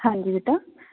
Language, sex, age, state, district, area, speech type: Punjabi, female, 30-45, Punjab, Patiala, rural, conversation